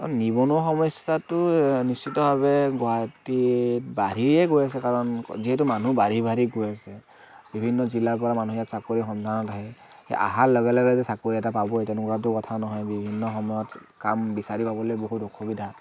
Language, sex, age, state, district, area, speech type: Assamese, male, 45-60, Assam, Kamrup Metropolitan, urban, spontaneous